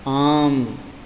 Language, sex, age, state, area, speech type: Sanskrit, male, 30-45, Rajasthan, urban, read